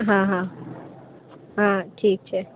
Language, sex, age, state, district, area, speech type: Gujarati, female, 18-30, Gujarat, Amreli, rural, conversation